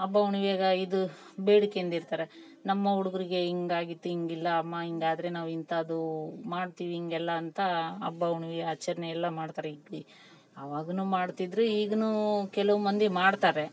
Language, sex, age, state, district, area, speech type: Kannada, female, 30-45, Karnataka, Vijayanagara, rural, spontaneous